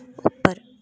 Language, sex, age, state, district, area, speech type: Dogri, female, 30-45, Jammu and Kashmir, Udhampur, rural, read